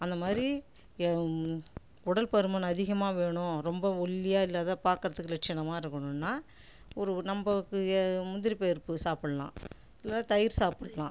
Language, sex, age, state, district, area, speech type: Tamil, female, 45-60, Tamil Nadu, Cuddalore, rural, spontaneous